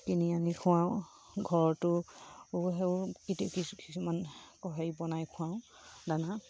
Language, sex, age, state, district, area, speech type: Assamese, female, 30-45, Assam, Sivasagar, rural, spontaneous